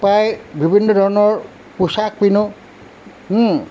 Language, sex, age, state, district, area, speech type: Assamese, male, 60+, Assam, Tinsukia, rural, spontaneous